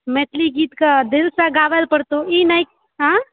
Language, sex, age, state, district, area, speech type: Maithili, female, 18-30, Bihar, Purnia, rural, conversation